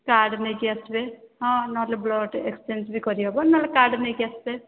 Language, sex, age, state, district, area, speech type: Odia, female, 45-60, Odisha, Sambalpur, rural, conversation